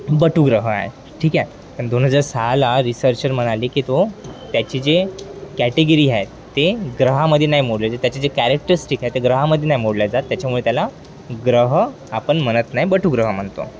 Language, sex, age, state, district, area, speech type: Marathi, male, 18-30, Maharashtra, Wardha, urban, spontaneous